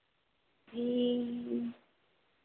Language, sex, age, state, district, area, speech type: Hindi, female, 18-30, Madhya Pradesh, Harda, urban, conversation